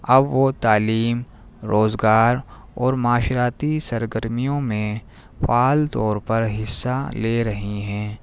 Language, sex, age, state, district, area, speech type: Urdu, male, 30-45, Delhi, New Delhi, urban, spontaneous